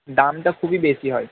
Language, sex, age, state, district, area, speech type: Bengali, male, 30-45, West Bengal, Purba Bardhaman, urban, conversation